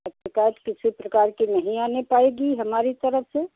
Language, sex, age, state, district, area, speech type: Hindi, female, 60+, Uttar Pradesh, Hardoi, rural, conversation